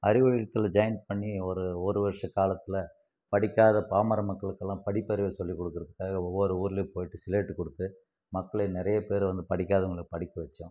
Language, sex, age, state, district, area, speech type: Tamil, male, 60+, Tamil Nadu, Krishnagiri, rural, spontaneous